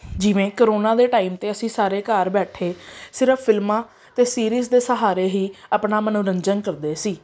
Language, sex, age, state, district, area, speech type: Punjabi, female, 30-45, Punjab, Amritsar, urban, spontaneous